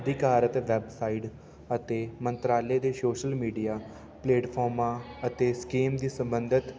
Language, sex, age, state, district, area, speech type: Punjabi, male, 18-30, Punjab, Fatehgarh Sahib, rural, spontaneous